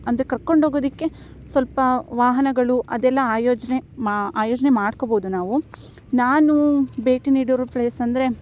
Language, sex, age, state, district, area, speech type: Kannada, female, 18-30, Karnataka, Chikkamagaluru, rural, spontaneous